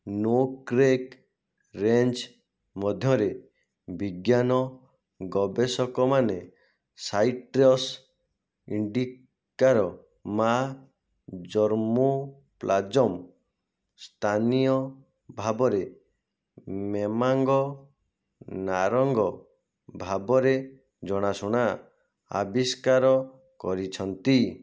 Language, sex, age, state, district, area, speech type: Odia, male, 45-60, Odisha, Jajpur, rural, read